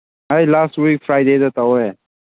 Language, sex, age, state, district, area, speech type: Manipuri, male, 18-30, Manipur, Kangpokpi, urban, conversation